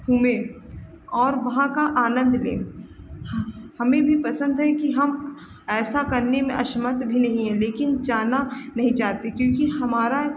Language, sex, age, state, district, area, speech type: Hindi, female, 30-45, Uttar Pradesh, Lucknow, rural, spontaneous